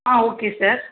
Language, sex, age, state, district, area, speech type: Tamil, female, 18-30, Tamil Nadu, Chennai, urban, conversation